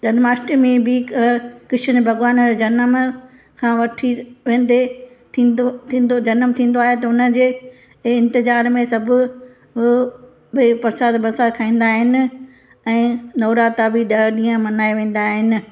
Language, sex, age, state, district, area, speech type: Sindhi, female, 60+, Gujarat, Kutch, rural, spontaneous